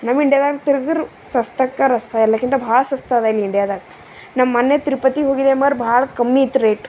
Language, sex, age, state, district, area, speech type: Kannada, female, 30-45, Karnataka, Bidar, urban, spontaneous